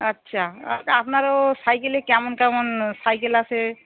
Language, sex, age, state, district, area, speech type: Bengali, female, 45-60, West Bengal, Darjeeling, urban, conversation